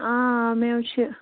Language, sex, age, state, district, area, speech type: Kashmiri, female, 45-60, Jammu and Kashmir, Baramulla, rural, conversation